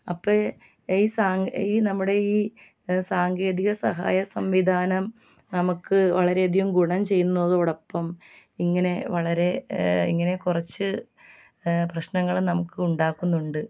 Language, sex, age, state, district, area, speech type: Malayalam, female, 30-45, Kerala, Alappuzha, rural, spontaneous